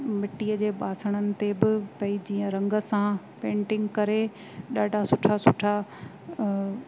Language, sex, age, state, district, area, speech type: Sindhi, female, 45-60, Rajasthan, Ajmer, urban, spontaneous